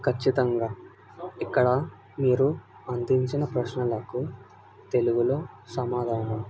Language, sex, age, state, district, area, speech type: Telugu, male, 18-30, Andhra Pradesh, Kadapa, rural, spontaneous